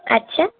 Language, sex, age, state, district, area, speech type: Bengali, female, 18-30, West Bengal, Darjeeling, urban, conversation